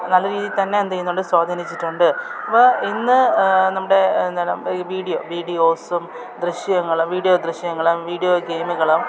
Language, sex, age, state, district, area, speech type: Malayalam, female, 30-45, Kerala, Thiruvananthapuram, urban, spontaneous